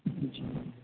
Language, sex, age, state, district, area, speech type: Urdu, male, 45-60, Delhi, North East Delhi, urban, conversation